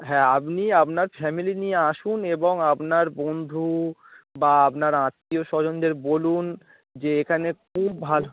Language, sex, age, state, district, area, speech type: Bengali, male, 30-45, West Bengal, Howrah, urban, conversation